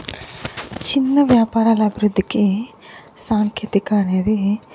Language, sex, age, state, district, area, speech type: Telugu, female, 30-45, Andhra Pradesh, Guntur, urban, spontaneous